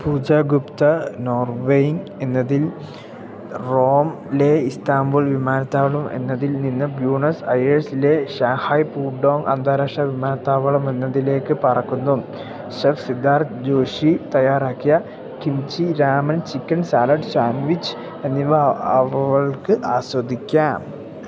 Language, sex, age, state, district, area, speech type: Malayalam, male, 18-30, Kerala, Idukki, rural, read